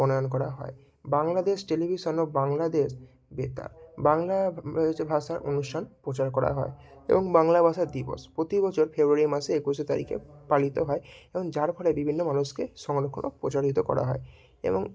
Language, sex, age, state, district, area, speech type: Bengali, male, 18-30, West Bengal, Bankura, urban, spontaneous